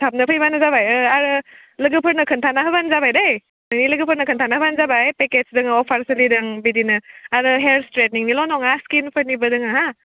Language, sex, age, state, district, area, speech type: Bodo, female, 30-45, Assam, Udalguri, urban, conversation